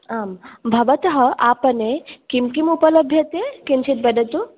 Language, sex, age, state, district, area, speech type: Sanskrit, female, 18-30, Assam, Baksa, rural, conversation